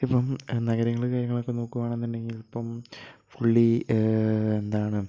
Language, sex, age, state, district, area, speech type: Malayalam, male, 18-30, Kerala, Kozhikode, rural, spontaneous